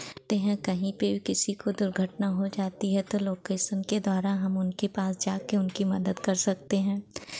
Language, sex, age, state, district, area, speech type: Hindi, female, 30-45, Uttar Pradesh, Pratapgarh, rural, spontaneous